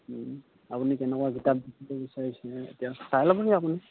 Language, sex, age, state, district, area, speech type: Assamese, male, 18-30, Assam, Sivasagar, rural, conversation